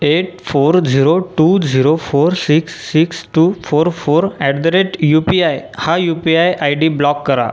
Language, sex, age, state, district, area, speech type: Marathi, male, 18-30, Maharashtra, Buldhana, rural, read